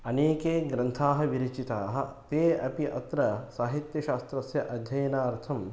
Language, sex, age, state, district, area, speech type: Sanskrit, male, 30-45, Karnataka, Kolar, rural, spontaneous